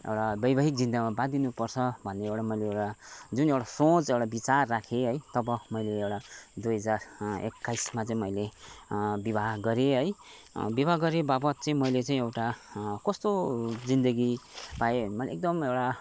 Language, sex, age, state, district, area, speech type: Nepali, male, 30-45, West Bengal, Kalimpong, rural, spontaneous